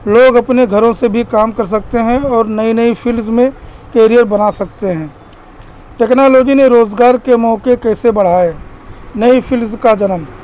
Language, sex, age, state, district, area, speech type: Urdu, male, 30-45, Uttar Pradesh, Balrampur, rural, spontaneous